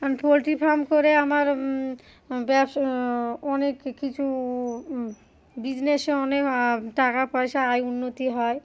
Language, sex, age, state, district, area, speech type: Bengali, female, 30-45, West Bengal, Darjeeling, urban, spontaneous